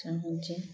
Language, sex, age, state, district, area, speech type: Odia, female, 30-45, Odisha, Koraput, urban, spontaneous